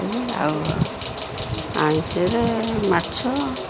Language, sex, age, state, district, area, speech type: Odia, female, 60+, Odisha, Jagatsinghpur, rural, spontaneous